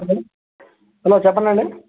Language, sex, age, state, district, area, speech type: Telugu, male, 18-30, Andhra Pradesh, Srikakulam, urban, conversation